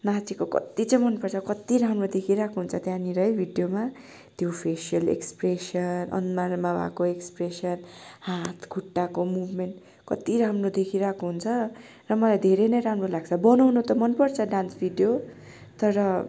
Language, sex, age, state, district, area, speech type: Nepali, female, 18-30, West Bengal, Darjeeling, rural, spontaneous